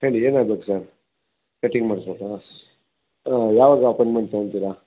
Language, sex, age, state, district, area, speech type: Kannada, male, 60+, Karnataka, Shimoga, rural, conversation